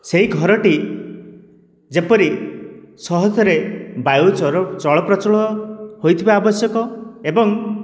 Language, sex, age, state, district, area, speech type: Odia, male, 60+, Odisha, Dhenkanal, rural, spontaneous